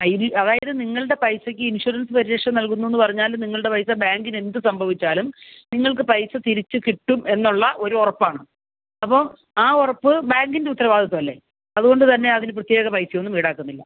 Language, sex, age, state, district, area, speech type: Malayalam, female, 60+, Kerala, Kasaragod, urban, conversation